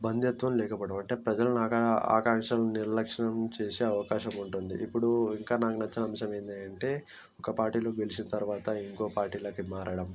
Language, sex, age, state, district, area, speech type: Telugu, male, 18-30, Telangana, Ranga Reddy, urban, spontaneous